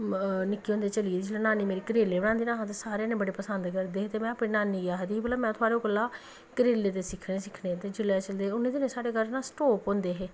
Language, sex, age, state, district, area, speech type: Dogri, female, 30-45, Jammu and Kashmir, Samba, rural, spontaneous